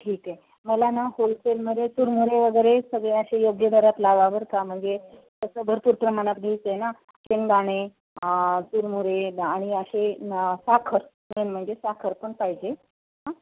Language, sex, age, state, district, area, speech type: Marathi, female, 30-45, Maharashtra, Osmanabad, rural, conversation